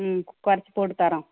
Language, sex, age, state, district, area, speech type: Tamil, female, 30-45, Tamil Nadu, Tirupattur, rural, conversation